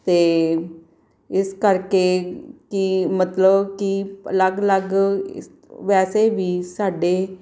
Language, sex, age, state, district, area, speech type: Punjabi, female, 45-60, Punjab, Gurdaspur, urban, spontaneous